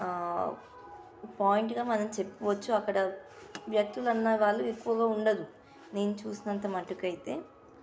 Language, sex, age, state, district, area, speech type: Telugu, female, 18-30, Telangana, Nizamabad, urban, spontaneous